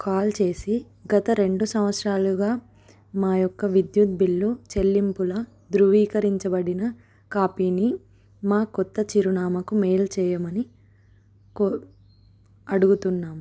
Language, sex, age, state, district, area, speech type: Telugu, female, 18-30, Telangana, Adilabad, urban, spontaneous